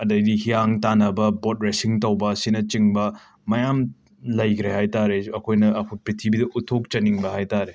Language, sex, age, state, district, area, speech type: Manipuri, male, 18-30, Manipur, Imphal West, rural, spontaneous